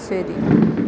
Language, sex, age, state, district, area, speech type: Malayalam, female, 30-45, Kerala, Alappuzha, rural, read